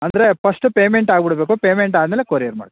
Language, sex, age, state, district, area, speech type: Kannada, male, 45-60, Karnataka, Chamarajanagar, urban, conversation